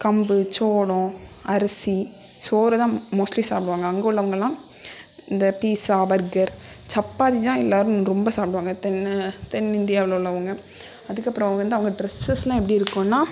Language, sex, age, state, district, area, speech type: Tamil, female, 18-30, Tamil Nadu, Tirunelveli, rural, spontaneous